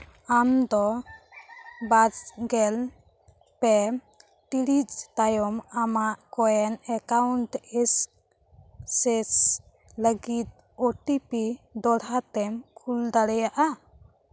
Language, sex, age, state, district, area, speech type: Santali, female, 18-30, West Bengal, Bankura, rural, read